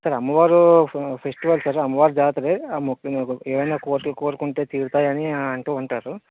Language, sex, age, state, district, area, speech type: Telugu, male, 45-60, Andhra Pradesh, Vizianagaram, rural, conversation